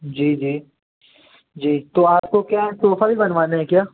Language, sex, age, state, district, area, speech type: Hindi, male, 18-30, Madhya Pradesh, Jabalpur, urban, conversation